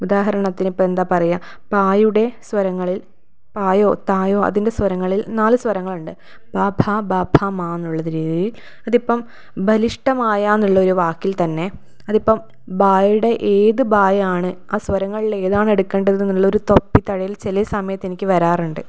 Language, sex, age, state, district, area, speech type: Malayalam, female, 30-45, Kerala, Kannur, rural, spontaneous